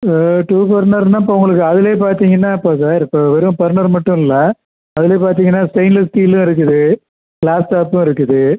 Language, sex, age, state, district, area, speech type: Tamil, male, 45-60, Tamil Nadu, Pudukkottai, rural, conversation